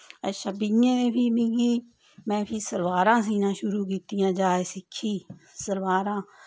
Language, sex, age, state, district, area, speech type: Dogri, female, 30-45, Jammu and Kashmir, Samba, rural, spontaneous